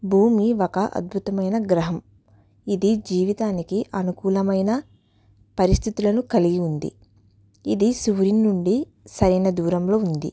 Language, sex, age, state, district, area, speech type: Telugu, female, 18-30, Andhra Pradesh, East Godavari, rural, spontaneous